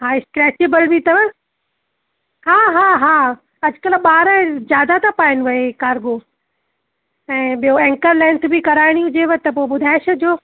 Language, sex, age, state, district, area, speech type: Sindhi, female, 30-45, Madhya Pradesh, Katni, urban, conversation